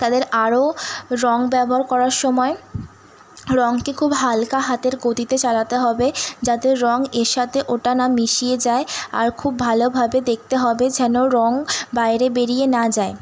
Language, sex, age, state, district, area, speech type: Bengali, female, 18-30, West Bengal, Howrah, urban, spontaneous